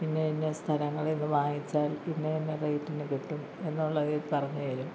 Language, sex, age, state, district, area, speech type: Malayalam, female, 60+, Kerala, Kollam, rural, spontaneous